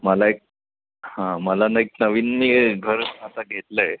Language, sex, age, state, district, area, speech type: Marathi, male, 60+, Maharashtra, Kolhapur, urban, conversation